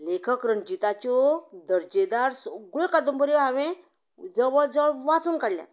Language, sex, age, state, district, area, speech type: Goan Konkani, female, 60+, Goa, Canacona, rural, spontaneous